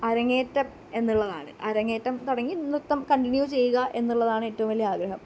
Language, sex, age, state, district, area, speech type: Malayalam, female, 18-30, Kerala, Pathanamthitta, rural, spontaneous